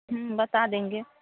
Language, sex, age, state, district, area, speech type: Hindi, female, 45-60, Bihar, Madhepura, rural, conversation